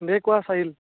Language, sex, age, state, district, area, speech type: Assamese, male, 18-30, Assam, Barpeta, rural, conversation